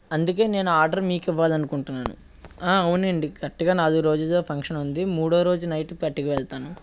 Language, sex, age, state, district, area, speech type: Telugu, male, 30-45, Andhra Pradesh, Eluru, rural, spontaneous